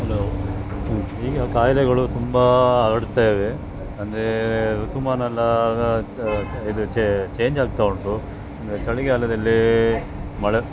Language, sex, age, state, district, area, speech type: Kannada, male, 45-60, Karnataka, Dakshina Kannada, rural, spontaneous